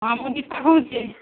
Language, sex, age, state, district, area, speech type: Odia, female, 45-60, Odisha, Angul, rural, conversation